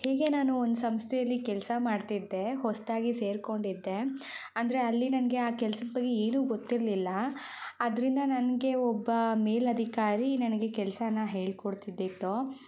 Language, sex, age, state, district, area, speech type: Kannada, female, 18-30, Karnataka, Shimoga, rural, spontaneous